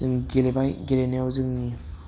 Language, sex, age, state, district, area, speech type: Bodo, male, 18-30, Assam, Udalguri, urban, spontaneous